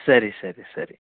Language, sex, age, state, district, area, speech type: Kannada, male, 30-45, Karnataka, Dharwad, urban, conversation